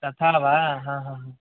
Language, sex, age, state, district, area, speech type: Sanskrit, male, 18-30, Kerala, Palakkad, urban, conversation